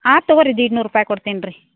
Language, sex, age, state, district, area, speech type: Kannada, female, 60+, Karnataka, Belgaum, rural, conversation